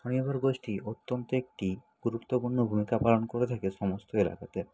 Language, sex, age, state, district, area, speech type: Bengali, male, 60+, West Bengal, Nadia, rural, spontaneous